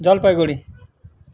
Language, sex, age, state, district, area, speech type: Nepali, male, 45-60, West Bengal, Kalimpong, rural, spontaneous